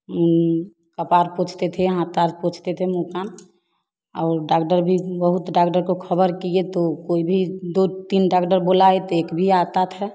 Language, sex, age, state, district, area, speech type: Hindi, female, 30-45, Bihar, Samastipur, rural, spontaneous